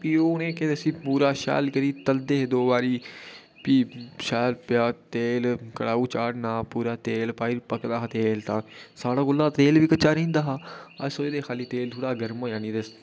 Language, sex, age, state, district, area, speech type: Dogri, male, 18-30, Jammu and Kashmir, Udhampur, rural, spontaneous